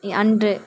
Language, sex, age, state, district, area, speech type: Tamil, female, 18-30, Tamil Nadu, Kallakurichi, urban, read